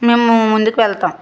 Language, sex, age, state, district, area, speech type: Telugu, female, 30-45, Andhra Pradesh, Guntur, urban, spontaneous